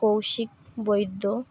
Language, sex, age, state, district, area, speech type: Bengali, female, 18-30, West Bengal, Howrah, urban, spontaneous